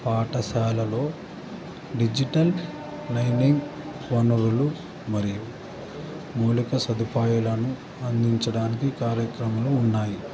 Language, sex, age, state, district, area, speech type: Telugu, male, 18-30, Andhra Pradesh, Guntur, urban, spontaneous